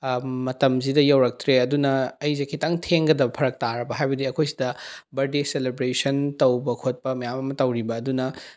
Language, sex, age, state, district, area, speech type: Manipuri, male, 18-30, Manipur, Bishnupur, rural, spontaneous